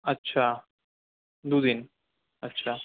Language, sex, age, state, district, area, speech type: Bengali, male, 18-30, West Bengal, Paschim Bardhaman, rural, conversation